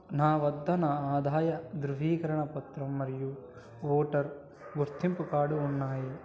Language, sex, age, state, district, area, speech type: Telugu, male, 18-30, Andhra Pradesh, Nellore, urban, read